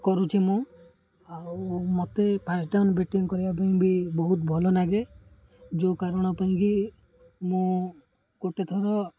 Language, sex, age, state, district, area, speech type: Odia, male, 18-30, Odisha, Ganjam, urban, spontaneous